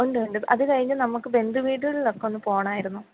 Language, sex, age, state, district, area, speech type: Malayalam, female, 30-45, Kerala, Kottayam, urban, conversation